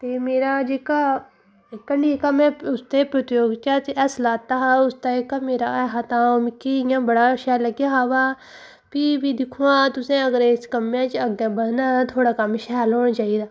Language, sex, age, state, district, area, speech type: Dogri, female, 30-45, Jammu and Kashmir, Udhampur, urban, spontaneous